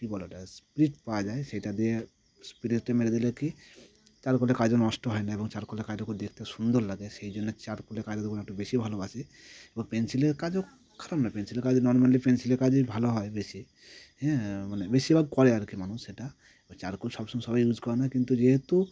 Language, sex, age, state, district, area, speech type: Bengali, male, 30-45, West Bengal, Cooch Behar, urban, spontaneous